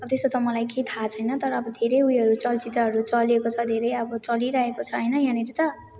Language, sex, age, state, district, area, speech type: Nepali, female, 18-30, West Bengal, Jalpaiguri, rural, spontaneous